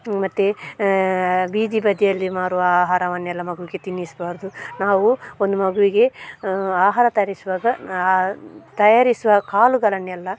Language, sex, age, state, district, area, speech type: Kannada, female, 30-45, Karnataka, Dakshina Kannada, rural, spontaneous